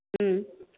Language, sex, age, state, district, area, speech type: Bengali, female, 45-60, West Bengal, Purulia, rural, conversation